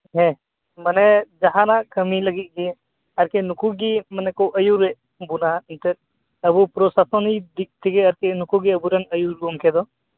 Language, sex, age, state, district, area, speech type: Santali, male, 18-30, West Bengal, Uttar Dinajpur, rural, conversation